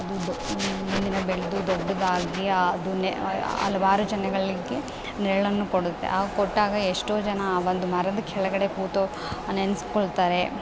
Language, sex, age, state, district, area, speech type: Kannada, female, 18-30, Karnataka, Bellary, rural, spontaneous